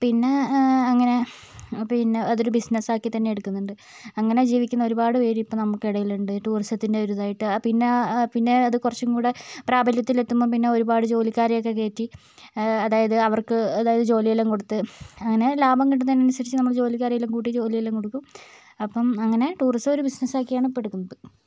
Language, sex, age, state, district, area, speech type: Malayalam, female, 18-30, Kerala, Wayanad, rural, spontaneous